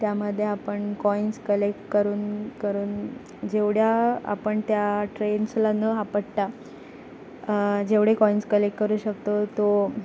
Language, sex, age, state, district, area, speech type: Marathi, female, 18-30, Maharashtra, Ratnagiri, rural, spontaneous